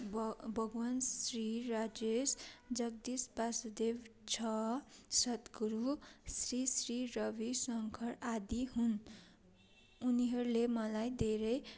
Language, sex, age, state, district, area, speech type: Nepali, female, 45-60, West Bengal, Darjeeling, rural, spontaneous